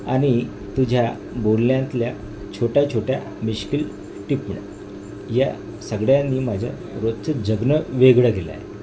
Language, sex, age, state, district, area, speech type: Marathi, male, 45-60, Maharashtra, Nagpur, urban, spontaneous